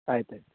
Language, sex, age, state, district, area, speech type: Kannada, male, 18-30, Karnataka, Uttara Kannada, rural, conversation